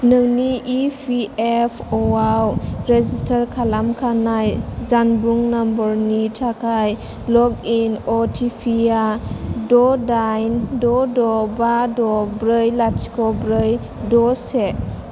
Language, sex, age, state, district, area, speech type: Bodo, female, 18-30, Assam, Chirang, rural, read